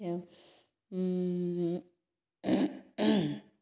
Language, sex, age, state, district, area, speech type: Assamese, female, 30-45, Assam, Goalpara, urban, spontaneous